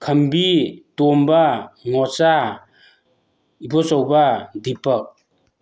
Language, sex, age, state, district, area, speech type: Manipuri, male, 45-60, Manipur, Bishnupur, rural, spontaneous